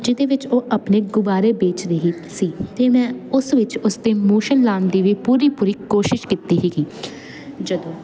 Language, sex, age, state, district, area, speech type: Punjabi, female, 18-30, Punjab, Jalandhar, urban, spontaneous